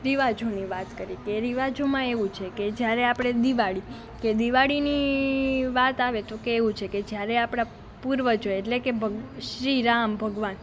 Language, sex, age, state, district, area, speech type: Gujarati, female, 18-30, Gujarat, Rajkot, rural, spontaneous